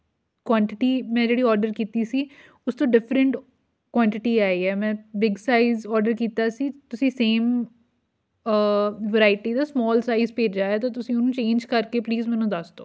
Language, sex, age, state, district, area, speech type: Punjabi, female, 18-30, Punjab, Fatehgarh Sahib, urban, spontaneous